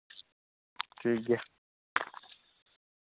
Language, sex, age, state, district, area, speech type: Santali, male, 18-30, West Bengal, Bankura, rural, conversation